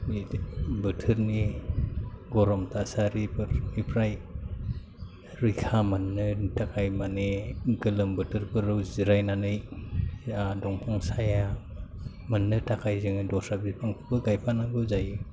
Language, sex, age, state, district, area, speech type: Bodo, male, 30-45, Assam, Chirang, urban, spontaneous